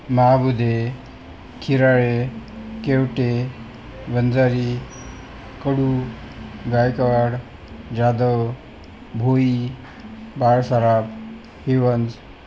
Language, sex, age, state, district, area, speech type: Marathi, male, 60+, Maharashtra, Wardha, urban, spontaneous